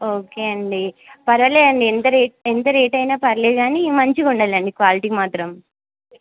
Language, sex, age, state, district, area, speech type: Telugu, female, 18-30, Telangana, Jayashankar, rural, conversation